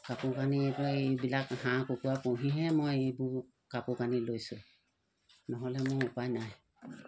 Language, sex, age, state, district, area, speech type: Assamese, female, 60+, Assam, Charaideo, rural, spontaneous